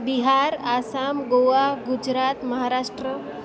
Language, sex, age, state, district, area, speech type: Sindhi, female, 18-30, Gujarat, Junagadh, rural, spontaneous